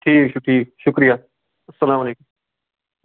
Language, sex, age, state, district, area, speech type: Kashmiri, male, 45-60, Jammu and Kashmir, Srinagar, urban, conversation